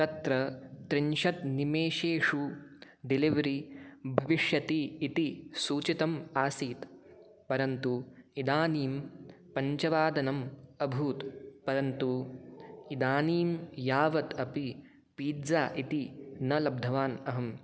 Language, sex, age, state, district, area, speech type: Sanskrit, male, 18-30, Rajasthan, Jaipur, urban, spontaneous